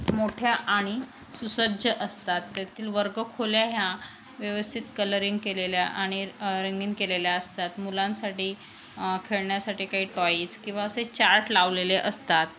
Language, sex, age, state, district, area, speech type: Marathi, female, 30-45, Maharashtra, Thane, urban, spontaneous